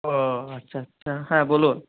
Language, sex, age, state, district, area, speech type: Bengali, male, 60+, West Bengal, Nadia, rural, conversation